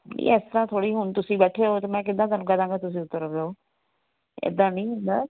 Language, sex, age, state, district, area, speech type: Punjabi, female, 45-60, Punjab, Tarn Taran, rural, conversation